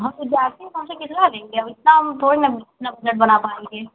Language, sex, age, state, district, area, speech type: Hindi, female, 18-30, Uttar Pradesh, Jaunpur, urban, conversation